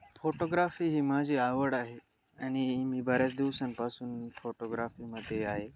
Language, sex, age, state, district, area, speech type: Marathi, male, 18-30, Maharashtra, Nashik, urban, spontaneous